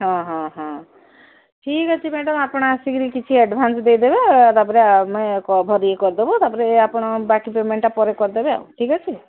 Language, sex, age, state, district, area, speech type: Odia, female, 60+, Odisha, Gajapati, rural, conversation